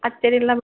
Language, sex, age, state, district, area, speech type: Kannada, female, 30-45, Karnataka, Gulbarga, urban, conversation